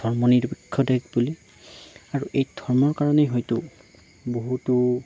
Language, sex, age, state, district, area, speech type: Assamese, male, 30-45, Assam, Darrang, rural, spontaneous